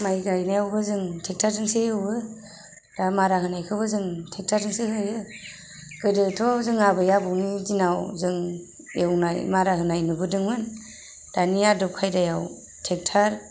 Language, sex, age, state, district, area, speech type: Bodo, female, 18-30, Assam, Kokrajhar, rural, spontaneous